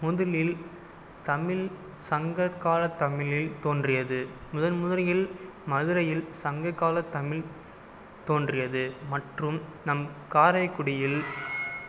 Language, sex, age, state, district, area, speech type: Tamil, male, 18-30, Tamil Nadu, Pudukkottai, rural, spontaneous